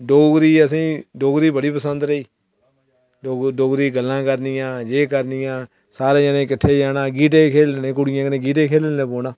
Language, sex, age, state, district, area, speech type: Dogri, male, 30-45, Jammu and Kashmir, Samba, rural, spontaneous